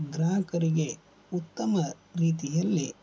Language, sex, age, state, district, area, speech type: Kannada, male, 30-45, Karnataka, Shimoga, rural, spontaneous